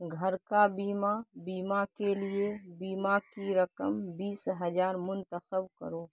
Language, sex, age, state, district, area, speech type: Urdu, female, 18-30, Bihar, Saharsa, rural, read